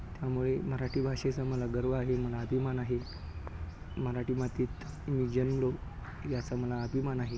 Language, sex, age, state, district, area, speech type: Marathi, male, 30-45, Maharashtra, Sangli, urban, spontaneous